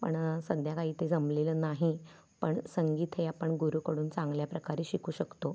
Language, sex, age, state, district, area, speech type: Marathi, female, 45-60, Maharashtra, Kolhapur, urban, spontaneous